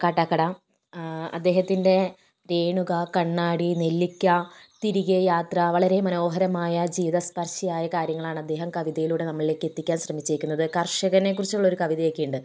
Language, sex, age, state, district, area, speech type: Malayalam, female, 18-30, Kerala, Kozhikode, urban, spontaneous